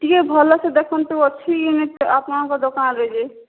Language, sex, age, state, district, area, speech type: Odia, female, 18-30, Odisha, Boudh, rural, conversation